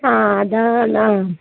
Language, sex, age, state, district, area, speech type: Malayalam, female, 30-45, Kerala, Alappuzha, rural, conversation